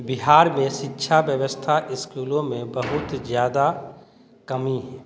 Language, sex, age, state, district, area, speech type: Hindi, male, 45-60, Bihar, Samastipur, urban, spontaneous